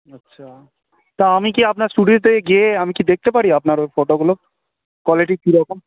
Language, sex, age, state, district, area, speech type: Bengali, male, 18-30, West Bengal, Murshidabad, urban, conversation